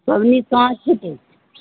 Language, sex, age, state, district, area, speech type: Maithili, female, 45-60, Bihar, Begusarai, urban, conversation